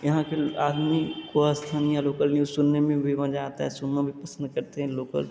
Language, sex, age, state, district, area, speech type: Hindi, male, 18-30, Bihar, Begusarai, rural, spontaneous